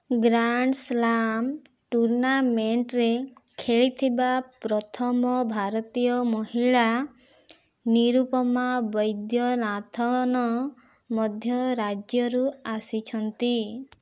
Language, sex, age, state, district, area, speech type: Odia, female, 18-30, Odisha, Kandhamal, rural, read